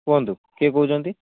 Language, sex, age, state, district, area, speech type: Odia, male, 18-30, Odisha, Kendujhar, urban, conversation